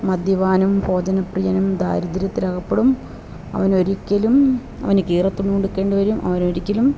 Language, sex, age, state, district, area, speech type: Malayalam, female, 45-60, Kerala, Kottayam, rural, spontaneous